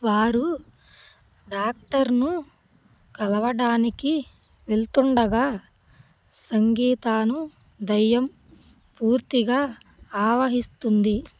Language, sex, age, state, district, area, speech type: Telugu, female, 30-45, Andhra Pradesh, Krishna, rural, read